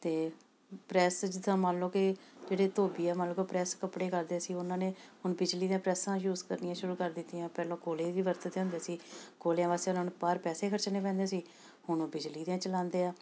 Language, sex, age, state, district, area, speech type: Punjabi, female, 45-60, Punjab, Amritsar, urban, spontaneous